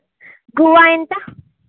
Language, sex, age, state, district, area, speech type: Telugu, female, 18-30, Andhra Pradesh, Srikakulam, urban, conversation